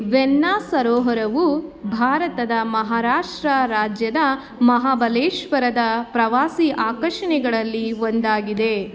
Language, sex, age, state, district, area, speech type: Kannada, female, 30-45, Karnataka, Mandya, rural, read